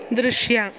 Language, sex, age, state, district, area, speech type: Kannada, female, 30-45, Karnataka, Mandya, rural, read